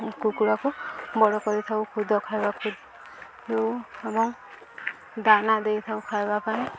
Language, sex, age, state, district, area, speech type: Odia, female, 18-30, Odisha, Subarnapur, rural, spontaneous